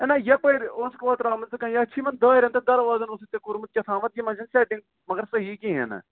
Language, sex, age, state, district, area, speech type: Kashmiri, male, 18-30, Jammu and Kashmir, Budgam, rural, conversation